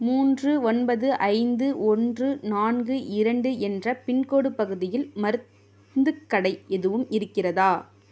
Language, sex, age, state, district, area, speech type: Tamil, female, 30-45, Tamil Nadu, Mayiladuthurai, rural, read